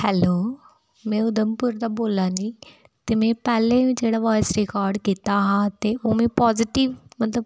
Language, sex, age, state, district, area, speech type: Dogri, female, 18-30, Jammu and Kashmir, Udhampur, rural, spontaneous